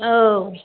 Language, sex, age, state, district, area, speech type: Bodo, female, 30-45, Assam, Udalguri, rural, conversation